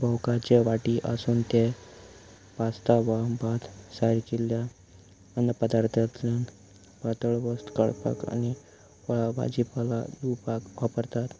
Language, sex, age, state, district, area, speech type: Goan Konkani, male, 18-30, Goa, Salcete, rural, spontaneous